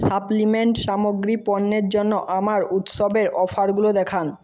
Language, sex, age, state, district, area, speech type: Bengali, male, 18-30, West Bengal, Jhargram, rural, read